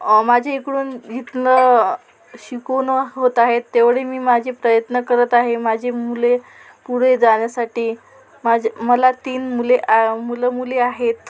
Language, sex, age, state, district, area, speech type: Marathi, female, 45-60, Maharashtra, Amravati, rural, spontaneous